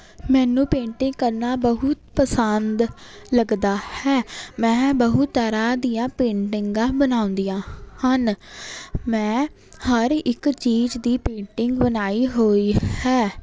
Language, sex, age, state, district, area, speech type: Punjabi, female, 18-30, Punjab, Jalandhar, urban, spontaneous